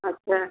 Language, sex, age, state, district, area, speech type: Hindi, female, 60+, Uttar Pradesh, Sitapur, rural, conversation